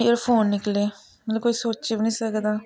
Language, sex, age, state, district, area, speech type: Dogri, female, 18-30, Jammu and Kashmir, Reasi, rural, spontaneous